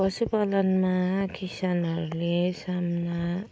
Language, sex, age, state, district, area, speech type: Nepali, female, 30-45, West Bengal, Kalimpong, rural, spontaneous